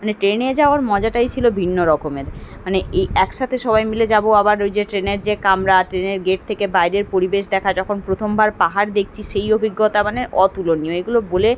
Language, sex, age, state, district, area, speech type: Bengali, female, 30-45, West Bengal, Kolkata, urban, spontaneous